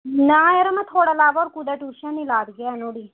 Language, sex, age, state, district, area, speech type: Dogri, female, 30-45, Jammu and Kashmir, Udhampur, urban, conversation